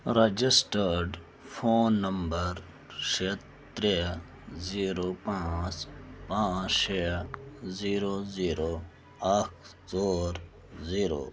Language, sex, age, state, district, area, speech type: Kashmiri, male, 30-45, Jammu and Kashmir, Bandipora, rural, read